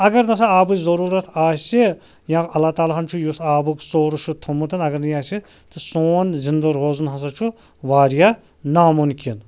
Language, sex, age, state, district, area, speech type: Kashmiri, male, 30-45, Jammu and Kashmir, Anantnag, rural, spontaneous